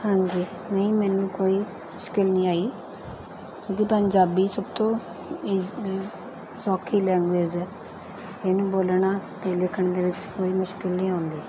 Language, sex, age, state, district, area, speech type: Punjabi, female, 30-45, Punjab, Mansa, rural, spontaneous